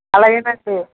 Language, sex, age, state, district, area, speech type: Telugu, female, 45-60, Andhra Pradesh, Eluru, rural, conversation